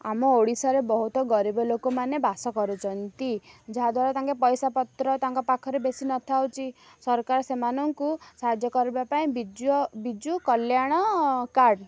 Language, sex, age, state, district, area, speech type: Odia, female, 18-30, Odisha, Ganjam, urban, spontaneous